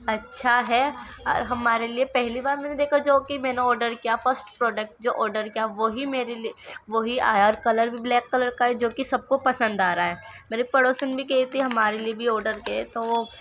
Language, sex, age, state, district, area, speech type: Urdu, female, 18-30, Uttar Pradesh, Ghaziabad, rural, spontaneous